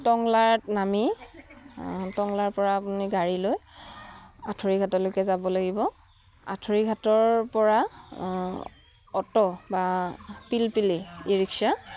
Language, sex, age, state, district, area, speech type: Assamese, female, 30-45, Assam, Udalguri, rural, spontaneous